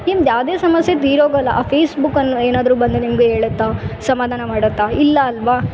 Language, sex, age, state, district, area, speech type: Kannada, female, 18-30, Karnataka, Bellary, urban, spontaneous